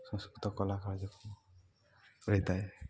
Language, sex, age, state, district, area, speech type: Odia, male, 18-30, Odisha, Balangir, urban, spontaneous